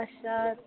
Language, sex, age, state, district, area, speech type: Dogri, female, 18-30, Jammu and Kashmir, Kathua, rural, conversation